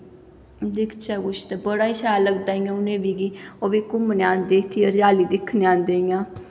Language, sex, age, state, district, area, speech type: Dogri, female, 18-30, Jammu and Kashmir, Kathua, rural, spontaneous